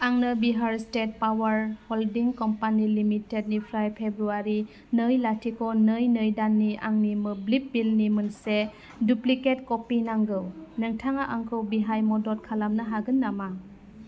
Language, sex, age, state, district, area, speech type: Bodo, female, 30-45, Assam, Udalguri, rural, read